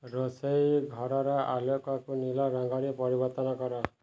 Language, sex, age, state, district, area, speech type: Odia, male, 30-45, Odisha, Balangir, urban, read